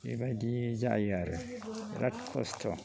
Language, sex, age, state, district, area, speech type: Bodo, male, 60+, Assam, Chirang, rural, spontaneous